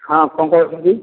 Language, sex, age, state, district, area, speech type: Odia, male, 60+, Odisha, Nayagarh, rural, conversation